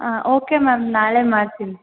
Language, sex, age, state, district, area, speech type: Kannada, female, 18-30, Karnataka, Mysore, urban, conversation